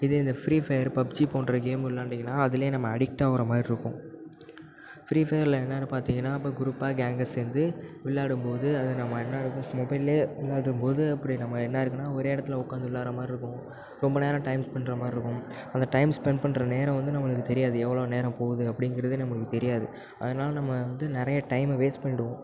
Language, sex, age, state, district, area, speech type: Tamil, male, 18-30, Tamil Nadu, Nagapattinam, rural, spontaneous